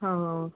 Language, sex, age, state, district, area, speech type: Kannada, female, 30-45, Karnataka, Bangalore Urban, urban, conversation